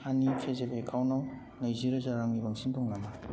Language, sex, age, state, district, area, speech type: Bodo, male, 18-30, Assam, Kokrajhar, rural, read